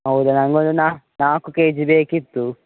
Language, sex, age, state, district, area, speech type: Kannada, male, 18-30, Karnataka, Dakshina Kannada, rural, conversation